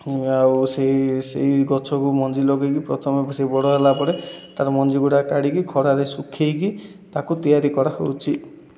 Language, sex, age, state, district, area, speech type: Odia, male, 18-30, Odisha, Koraput, urban, spontaneous